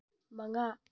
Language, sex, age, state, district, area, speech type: Manipuri, female, 18-30, Manipur, Tengnoupal, urban, read